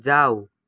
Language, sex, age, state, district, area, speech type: Nepali, male, 18-30, West Bengal, Kalimpong, rural, read